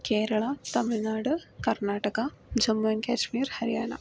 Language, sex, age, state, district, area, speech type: Malayalam, female, 18-30, Kerala, Palakkad, rural, spontaneous